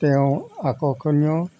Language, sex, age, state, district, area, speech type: Assamese, male, 45-60, Assam, Jorhat, urban, spontaneous